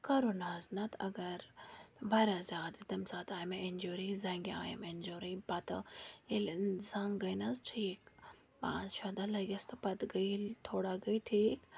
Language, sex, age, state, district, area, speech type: Kashmiri, female, 18-30, Jammu and Kashmir, Bandipora, rural, spontaneous